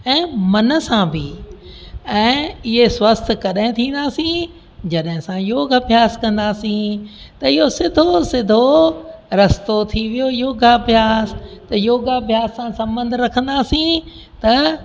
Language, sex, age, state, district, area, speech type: Sindhi, female, 60+, Rajasthan, Ajmer, urban, spontaneous